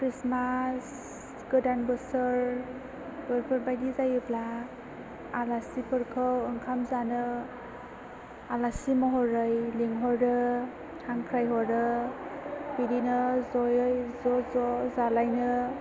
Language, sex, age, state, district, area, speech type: Bodo, female, 18-30, Assam, Chirang, rural, spontaneous